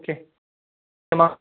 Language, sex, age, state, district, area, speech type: Gujarati, male, 45-60, Gujarat, Mehsana, rural, conversation